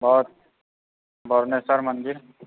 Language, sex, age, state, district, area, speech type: Maithili, male, 18-30, Bihar, Purnia, rural, conversation